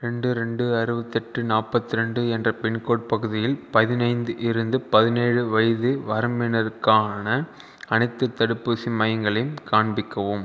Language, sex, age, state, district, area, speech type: Tamil, male, 18-30, Tamil Nadu, Viluppuram, urban, read